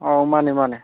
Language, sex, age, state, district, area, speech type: Manipuri, male, 30-45, Manipur, Kakching, rural, conversation